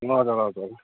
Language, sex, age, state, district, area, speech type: Nepali, male, 60+, West Bengal, Kalimpong, rural, conversation